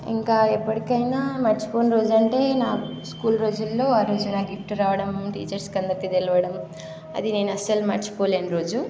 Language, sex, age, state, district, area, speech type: Telugu, female, 18-30, Telangana, Nagarkurnool, rural, spontaneous